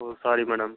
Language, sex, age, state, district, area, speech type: Tamil, male, 18-30, Tamil Nadu, Nagapattinam, rural, conversation